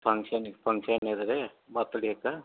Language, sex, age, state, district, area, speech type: Kannada, male, 60+, Karnataka, Gadag, rural, conversation